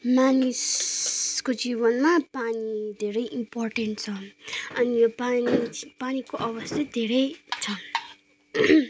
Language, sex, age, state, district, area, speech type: Nepali, female, 18-30, West Bengal, Kalimpong, rural, spontaneous